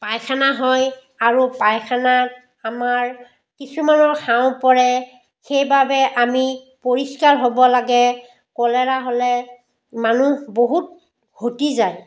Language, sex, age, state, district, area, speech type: Assamese, female, 45-60, Assam, Biswanath, rural, spontaneous